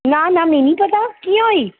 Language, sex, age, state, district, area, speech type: Dogri, female, 30-45, Jammu and Kashmir, Reasi, urban, conversation